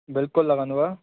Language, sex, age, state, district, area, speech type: Sindhi, male, 18-30, Madhya Pradesh, Katni, urban, conversation